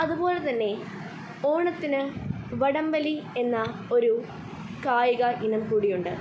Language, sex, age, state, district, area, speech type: Malayalam, female, 18-30, Kerala, Kottayam, rural, spontaneous